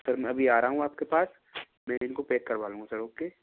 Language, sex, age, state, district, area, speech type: Hindi, male, 18-30, Rajasthan, Bharatpur, rural, conversation